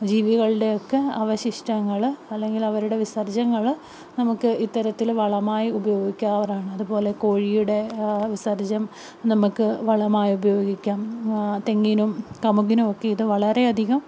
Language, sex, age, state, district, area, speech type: Malayalam, female, 30-45, Kerala, Palakkad, rural, spontaneous